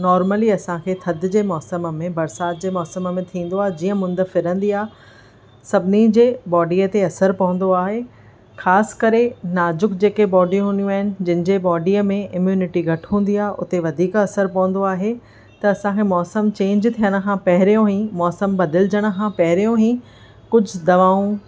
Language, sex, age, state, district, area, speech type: Sindhi, female, 30-45, Maharashtra, Thane, urban, spontaneous